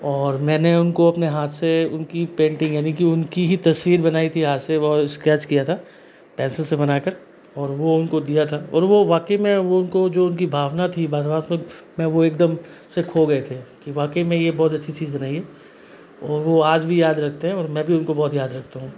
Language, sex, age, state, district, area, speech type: Hindi, male, 30-45, Rajasthan, Jodhpur, urban, spontaneous